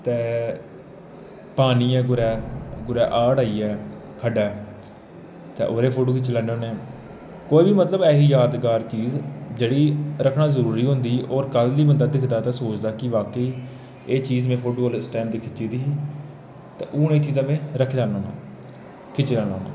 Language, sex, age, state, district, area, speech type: Dogri, male, 18-30, Jammu and Kashmir, Jammu, rural, spontaneous